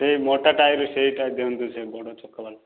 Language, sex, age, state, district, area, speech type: Odia, male, 30-45, Odisha, Kalahandi, rural, conversation